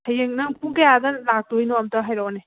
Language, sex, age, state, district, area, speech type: Manipuri, female, 18-30, Manipur, Thoubal, rural, conversation